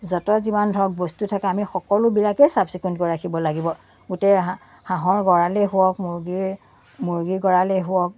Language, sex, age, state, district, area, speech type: Assamese, female, 45-60, Assam, Biswanath, rural, spontaneous